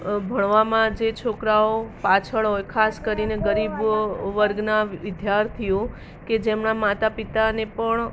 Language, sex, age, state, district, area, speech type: Gujarati, female, 30-45, Gujarat, Ahmedabad, urban, spontaneous